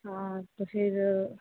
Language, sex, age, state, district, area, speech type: Hindi, female, 18-30, Bihar, Begusarai, rural, conversation